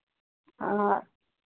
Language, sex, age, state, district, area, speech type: Hindi, female, 30-45, Uttar Pradesh, Prayagraj, rural, conversation